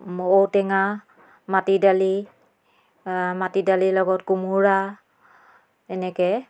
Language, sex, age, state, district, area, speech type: Assamese, female, 30-45, Assam, Biswanath, rural, spontaneous